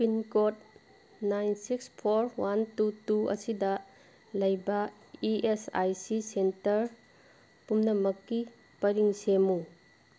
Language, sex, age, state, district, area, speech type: Manipuri, female, 45-60, Manipur, Kangpokpi, urban, read